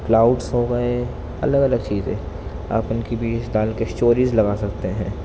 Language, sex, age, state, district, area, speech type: Urdu, male, 18-30, Delhi, East Delhi, urban, spontaneous